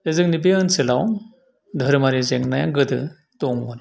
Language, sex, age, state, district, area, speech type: Bodo, male, 60+, Assam, Udalguri, urban, spontaneous